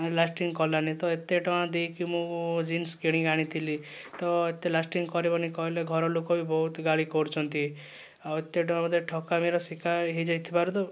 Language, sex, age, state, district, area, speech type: Odia, male, 18-30, Odisha, Kandhamal, rural, spontaneous